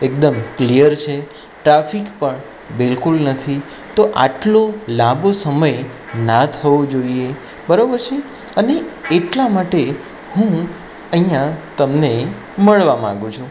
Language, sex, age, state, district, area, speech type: Gujarati, male, 30-45, Gujarat, Anand, urban, spontaneous